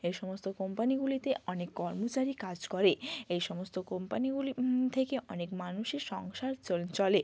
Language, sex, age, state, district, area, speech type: Bengali, female, 30-45, West Bengal, Bankura, urban, spontaneous